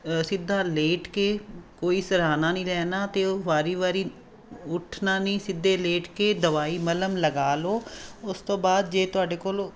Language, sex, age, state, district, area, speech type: Punjabi, female, 45-60, Punjab, Fazilka, rural, spontaneous